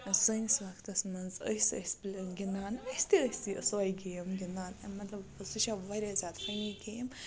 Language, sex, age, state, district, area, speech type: Kashmiri, female, 18-30, Jammu and Kashmir, Baramulla, rural, spontaneous